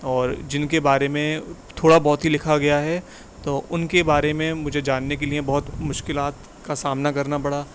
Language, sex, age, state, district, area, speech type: Urdu, male, 18-30, Uttar Pradesh, Aligarh, urban, spontaneous